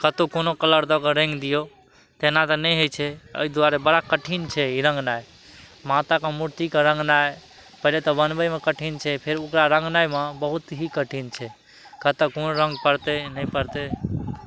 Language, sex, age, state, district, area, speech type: Maithili, male, 30-45, Bihar, Madhubani, rural, spontaneous